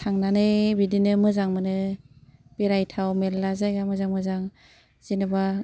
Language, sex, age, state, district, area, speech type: Bodo, female, 60+, Assam, Kokrajhar, urban, spontaneous